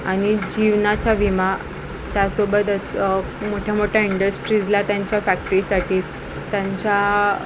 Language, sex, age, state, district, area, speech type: Marathi, female, 18-30, Maharashtra, Ratnagiri, urban, spontaneous